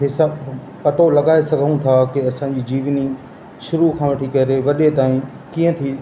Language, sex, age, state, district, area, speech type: Sindhi, male, 45-60, Madhya Pradesh, Katni, rural, spontaneous